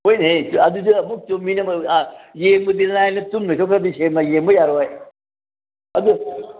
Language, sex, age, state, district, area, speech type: Manipuri, male, 60+, Manipur, Imphal East, rural, conversation